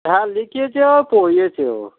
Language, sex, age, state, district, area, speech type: Bengali, male, 45-60, West Bengal, Dakshin Dinajpur, rural, conversation